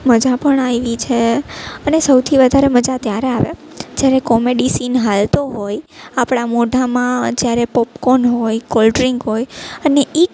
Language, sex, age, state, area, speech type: Gujarati, female, 18-30, Gujarat, urban, spontaneous